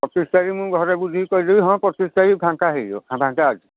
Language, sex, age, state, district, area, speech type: Odia, male, 30-45, Odisha, Kendujhar, urban, conversation